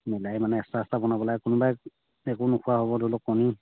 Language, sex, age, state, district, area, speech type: Assamese, male, 30-45, Assam, Sivasagar, rural, conversation